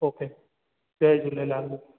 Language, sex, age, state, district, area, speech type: Sindhi, male, 18-30, Gujarat, Junagadh, urban, conversation